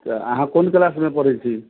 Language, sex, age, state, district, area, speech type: Maithili, male, 30-45, Bihar, Sitamarhi, rural, conversation